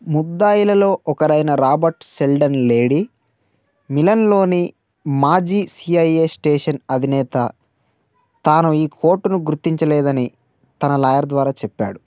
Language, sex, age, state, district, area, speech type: Telugu, male, 18-30, Telangana, Mancherial, rural, read